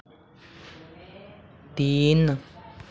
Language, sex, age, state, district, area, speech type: Hindi, male, 18-30, Madhya Pradesh, Harda, rural, read